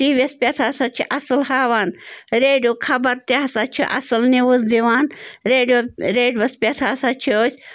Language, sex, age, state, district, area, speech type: Kashmiri, female, 30-45, Jammu and Kashmir, Bandipora, rural, spontaneous